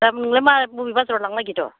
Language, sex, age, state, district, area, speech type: Bodo, female, 60+, Assam, Baksa, urban, conversation